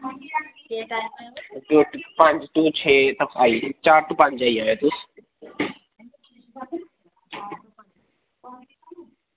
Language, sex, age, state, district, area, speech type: Dogri, male, 30-45, Jammu and Kashmir, Udhampur, rural, conversation